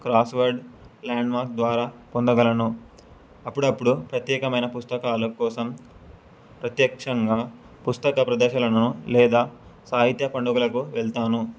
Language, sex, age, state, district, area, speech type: Telugu, male, 18-30, Telangana, Suryapet, urban, spontaneous